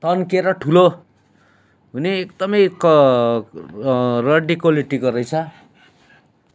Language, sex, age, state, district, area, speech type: Nepali, male, 30-45, West Bengal, Darjeeling, rural, spontaneous